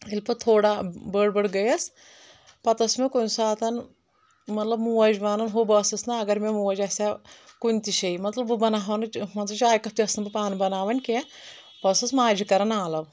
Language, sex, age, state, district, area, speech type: Kashmiri, female, 30-45, Jammu and Kashmir, Anantnag, rural, spontaneous